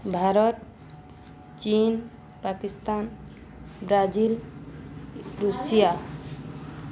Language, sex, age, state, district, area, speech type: Odia, female, 45-60, Odisha, Balangir, urban, spontaneous